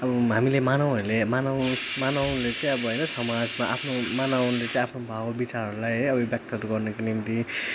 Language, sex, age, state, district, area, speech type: Nepali, male, 18-30, West Bengal, Darjeeling, rural, spontaneous